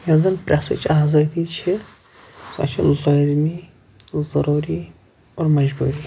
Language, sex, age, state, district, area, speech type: Kashmiri, male, 45-60, Jammu and Kashmir, Shopian, urban, spontaneous